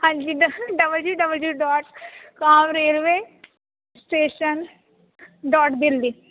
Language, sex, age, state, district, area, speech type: Punjabi, female, 30-45, Punjab, Jalandhar, rural, conversation